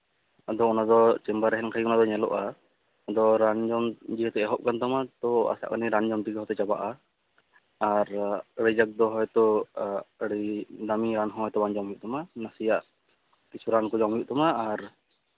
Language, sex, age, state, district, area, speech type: Santali, male, 18-30, West Bengal, Malda, rural, conversation